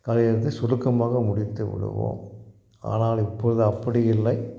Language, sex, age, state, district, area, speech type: Tamil, male, 60+, Tamil Nadu, Tiruppur, rural, spontaneous